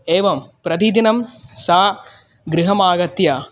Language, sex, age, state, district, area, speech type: Sanskrit, male, 18-30, Tamil Nadu, Kanyakumari, urban, spontaneous